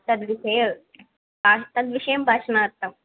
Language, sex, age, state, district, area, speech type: Sanskrit, female, 18-30, Kerala, Thrissur, urban, conversation